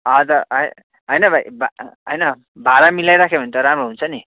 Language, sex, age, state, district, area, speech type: Nepali, male, 18-30, West Bengal, Darjeeling, urban, conversation